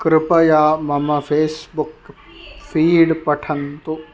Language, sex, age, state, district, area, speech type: Sanskrit, male, 60+, Karnataka, Shimoga, urban, read